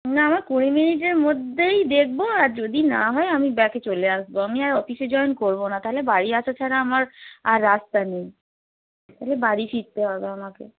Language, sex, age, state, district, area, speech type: Bengali, female, 45-60, West Bengal, Hooghly, rural, conversation